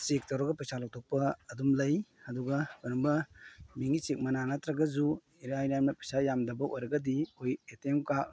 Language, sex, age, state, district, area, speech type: Manipuri, male, 45-60, Manipur, Imphal East, rural, spontaneous